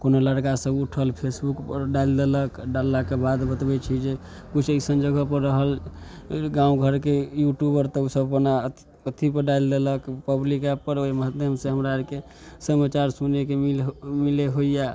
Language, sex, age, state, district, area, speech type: Maithili, male, 18-30, Bihar, Samastipur, urban, spontaneous